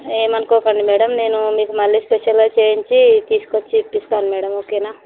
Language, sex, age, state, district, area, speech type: Telugu, female, 18-30, Andhra Pradesh, Visakhapatnam, urban, conversation